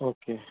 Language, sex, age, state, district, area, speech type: Marathi, male, 30-45, Maharashtra, Amravati, urban, conversation